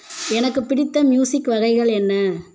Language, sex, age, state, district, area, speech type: Tamil, female, 18-30, Tamil Nadu, Pudukkottai, rural, read